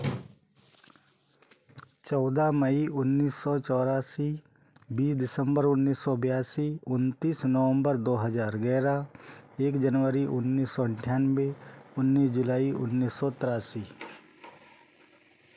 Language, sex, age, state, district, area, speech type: Hindi, male, 30-45, Madhya Pradesh, Betul, rural, spontaneous